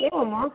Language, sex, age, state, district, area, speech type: Sanskrit, female, 45-60, Karnataka, Dakshina Kannada, urban, conversation